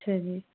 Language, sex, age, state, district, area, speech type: Punjabi, female, 18-30, Punjab, Mansa, urban, conversation